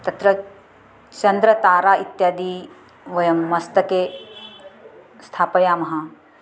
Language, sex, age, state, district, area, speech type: Sanskrit, female, 45-60, Maharashtra, Nagpur, urban, spontaneous